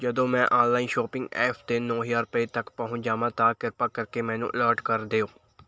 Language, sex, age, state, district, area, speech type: Punjabi, male, 18-30, Punjab, Mohali, rural, read